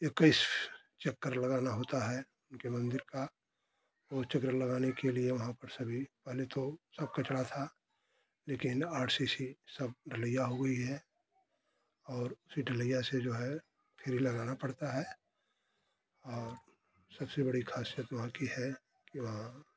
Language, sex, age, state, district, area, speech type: Hindi, male, 60+, Uttar Pradesh, Ghazipur, rural, spontaneous